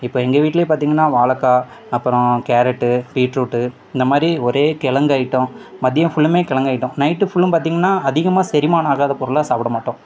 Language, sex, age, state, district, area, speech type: Tamil, male, 30-45, Tamil Nadu, Thoothukudi, urban, spontaneous